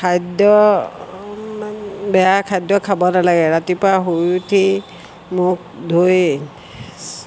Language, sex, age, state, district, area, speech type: Assamese, female, 60+, Assam, Golaghat, urban, spontaneous